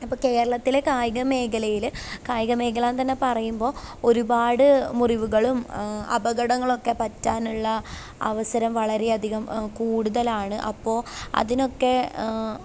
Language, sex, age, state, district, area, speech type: Malayalam, female, 18-30, Kerala, Pathanamthitta, urban, spontaneous